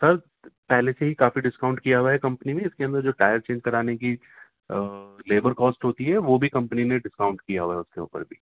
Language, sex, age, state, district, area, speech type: Urdu, male, 45-60, Uttar Pradesh, Ghaziabad, urban, conversation